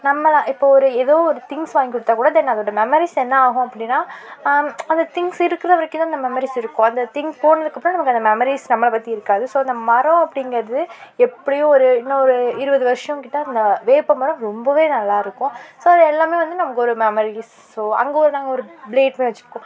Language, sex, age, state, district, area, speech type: Tamil, female, 18-30, Tamil Nadu, Mayiladuthurai, rural, spontaneous